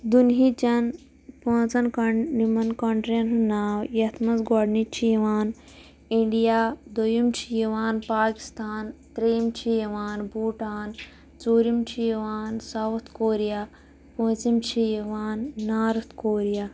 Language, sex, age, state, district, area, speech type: Kashmiri, female, 18-30, Jammu and Kashmir, Kulgam, rural, spontaneous